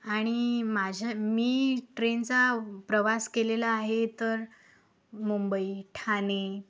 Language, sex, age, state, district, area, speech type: Marathi, female, 18-30, Maharashtra, Akola, urban, spontaneous